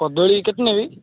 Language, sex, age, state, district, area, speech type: Odia, male, 18-30, Odisha, Ganjam, urban, conversation